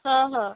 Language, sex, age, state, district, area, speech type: Marathi, female, 18-30, Maharashtra, Yavatmal, rural, conversation